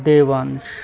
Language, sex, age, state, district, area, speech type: Marathi, male, 30-45, Maharashtra, Osmanabad, rural, spontaneous